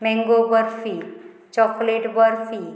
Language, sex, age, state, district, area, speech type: Goan Konkani, female, 45-60, Goa, Murmgao, rural, spontaneous